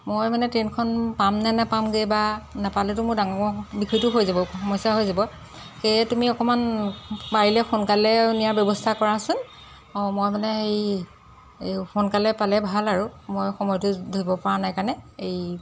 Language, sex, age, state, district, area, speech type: Assamese, female, 45-60, Assam, Golaghat, urban, spontaneous